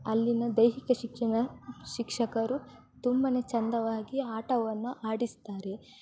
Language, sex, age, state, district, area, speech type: Kannada, female, 18-30, Karnataka, Udupi, rural, spontaneous